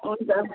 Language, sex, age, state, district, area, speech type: Nepali, female, 45-60, West Bengal, Jalpaiguri, urban, conversation